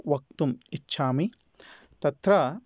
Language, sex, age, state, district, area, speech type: Sanskrit, male, 30-45, Karnataka, Bidar, urban, spontaneous